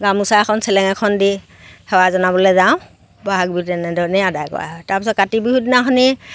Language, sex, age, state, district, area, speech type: Assamese, female, 60+, Assam, Lakhimpur, rural, spontaneous